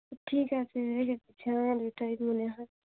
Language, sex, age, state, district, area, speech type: Bengali, female, 45-60, West Bengal, Dakshin Dinajpur, urban, conversation